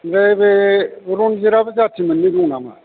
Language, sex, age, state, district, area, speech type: Bodo, male, 45-60, Assam, Chirang, urban, conversation